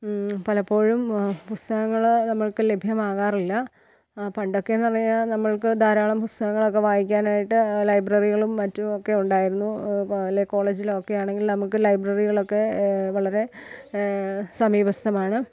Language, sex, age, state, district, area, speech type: Malayalam, female, 30-45, Kerala, Kottayam, rural, spontaneous